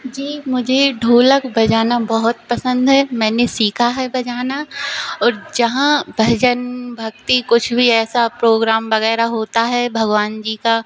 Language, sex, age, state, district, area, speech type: Hindi, female, 18-30, Madhya Pradesh, Narsinghpur, urban, spontaneous